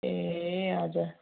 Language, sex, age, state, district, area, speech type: Nepali, female, 30-45, West Bengal, Kalimpong, rural, conversation